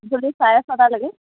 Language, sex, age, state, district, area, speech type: Assamese, female, 18-30, Assam, Dibrugarh, rural, conversation